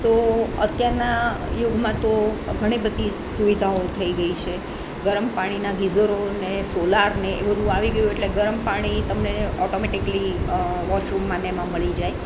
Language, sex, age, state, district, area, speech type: Gujarati, female, 60+, Gujarat, Rajkot, urban, spontaneous